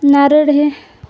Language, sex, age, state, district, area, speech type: Marathi, female, 18-30, Maharashtra, Wardha, rural, spontaneous